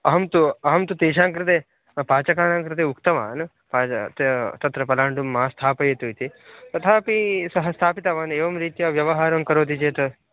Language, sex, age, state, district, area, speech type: Sanskrit, male, 18-30, Karnataka, Dakshina Kannada, rural, conversation